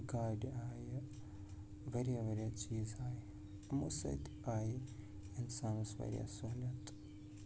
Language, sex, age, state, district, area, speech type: Kashmiri, male, 45-60, Jammu and Kashmir, Ganderbal, rural, spontaneous